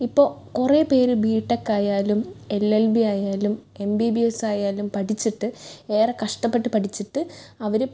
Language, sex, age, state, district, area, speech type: Malayalam, female, 18-30, Kerala, Thrissur, urban, spontaneous